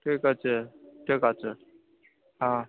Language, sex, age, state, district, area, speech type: Bengali, male, 18-30, West Bengal, Darjeeling, urban, conversation